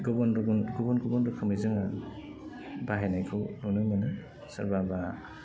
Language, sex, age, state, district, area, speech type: Bodo, male, 30-45, Assam, Udalguri, urban, spontaneous